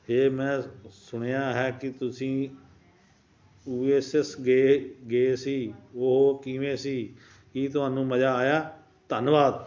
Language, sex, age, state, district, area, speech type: Punjabi, male, 60+, Punjab, Ludhiana, rural, read